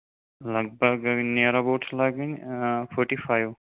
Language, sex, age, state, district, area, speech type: Kashmiri, male, 18-30, Jammu and Kashmir, Shopian, rural, conversation